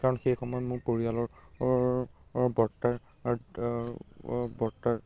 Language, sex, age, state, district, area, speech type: Assamese, male, 30-45, Assam, Biswanath, rural, spontaneous